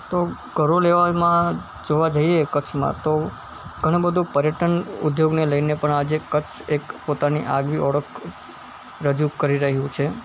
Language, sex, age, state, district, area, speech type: Gujarati, male, 18-30, Gujarat, Kutch, urban, spontaneous